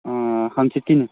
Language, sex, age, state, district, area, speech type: Manipuri, male, 18-30, Manipur, Kangpokpi, urban, conversation